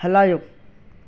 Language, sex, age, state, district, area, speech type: Sindhi, female, 60+, Madhya Pradesh, Katni, urban, read